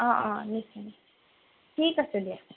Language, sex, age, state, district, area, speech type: Assamese, female, 18-30, Assam, Golaghat, urban, conversation